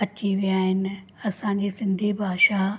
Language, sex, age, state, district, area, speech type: Sindhi, female, 45-60, Maharashtra, Thane, rural, spontaneous